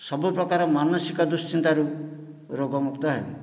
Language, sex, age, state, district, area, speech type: Odia, male, 45-60, Odisha, Nayagarh, rural, spontaneous